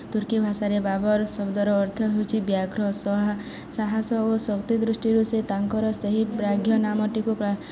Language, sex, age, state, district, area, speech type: Odia, female, 18-30, Odisha, Subarnapur, urban, spontaneous